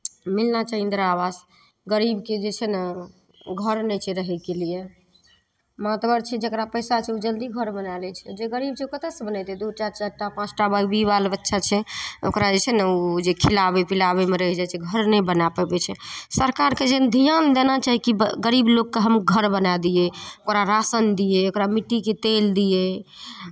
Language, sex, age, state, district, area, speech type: Maithili, female, 30-45, Bihar, Madhepura, rural, spontaneous